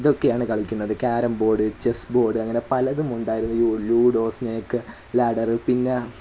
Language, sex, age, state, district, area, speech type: Malayalam, male, 18-30, Kerala, Kollam, rural, spontaneous